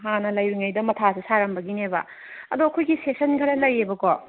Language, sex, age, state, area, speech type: Manipuri, female, 30-45, Manipur, urban, conversation